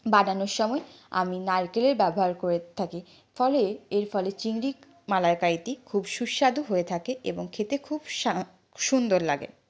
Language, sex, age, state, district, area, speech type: Bengali, female, 60+, West Bengal, Purulia, rural, spontaneous